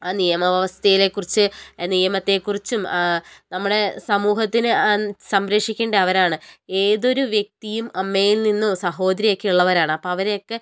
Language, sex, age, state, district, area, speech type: Malayalam, female, 60+, Kerala, Wayanad, rural, spontaneous